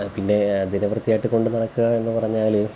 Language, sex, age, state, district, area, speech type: Malayalam, male, 30-45, Kerala, Kollam, rural, spontaneous